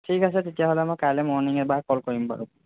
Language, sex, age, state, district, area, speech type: Assamese, male, 18-30, Assam, Jorhat, urban, conversation